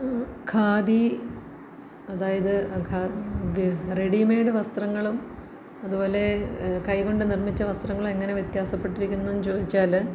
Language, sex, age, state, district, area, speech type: Malayalam, female, 30-45, Kerala, Pathanamthitta, rural, spontaneous